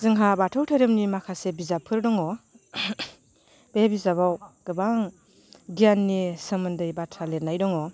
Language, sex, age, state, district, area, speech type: Bodo, female, 30-45, Assam, Baksa, rural, spontaneous